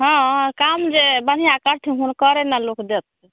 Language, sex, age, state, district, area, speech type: Maithili, female, 30-45, Bihar, Samastipur, urban, conversation